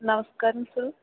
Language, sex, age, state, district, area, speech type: Malayalam, female, 18-30, Kerala, Thrissur, rural, conversation